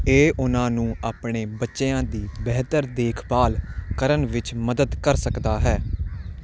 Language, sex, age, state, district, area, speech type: Punjabi, male, 18-30, Punjab, Hoshiarpur, urban, read